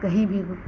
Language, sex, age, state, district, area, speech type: Hindi, female, 45-60, Uttar Pradesh, Lucknow, rural, spontaneous